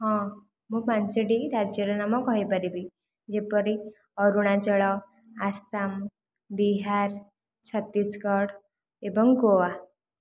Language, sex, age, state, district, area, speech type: Odia, female, 18-30, Odisha, Khordha, rural, spontaneous